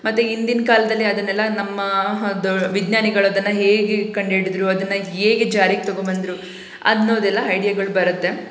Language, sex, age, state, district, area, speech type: Kannada, female, 18-30, Karnataka, Hassan, urban, spontaneous